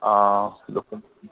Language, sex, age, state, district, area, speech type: Assamese, male, 45-60, Assam, Nagaon, rural, conversation